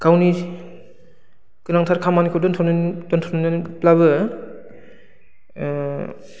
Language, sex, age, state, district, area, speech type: Bodo, male, 30-45, Assam, Udalguri, rural, spontaneous